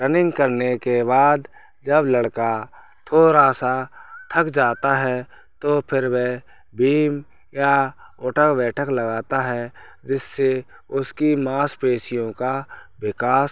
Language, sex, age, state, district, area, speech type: Hindi, male, 30-45, Rajasthan, Bharatpur, rural, spontaneous